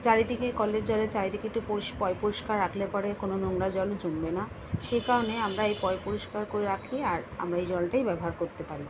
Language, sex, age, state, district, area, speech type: Bengali, female, 30-45, West Bengal, Kolkata, urban, spontaneous